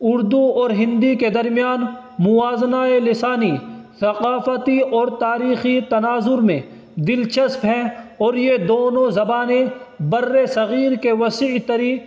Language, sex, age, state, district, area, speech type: Urdu, male, 18-30, Uttar Pradesh, Saharanpur, urban, spontaneous